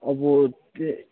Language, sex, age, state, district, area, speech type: Nepali, male, 18-30, West Bengal, Kalimpong, rural, conversation